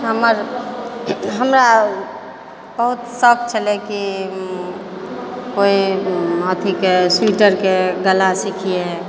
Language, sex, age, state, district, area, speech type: Maithili, female, 45-60, Bihar, Purnia, rural, spontaneous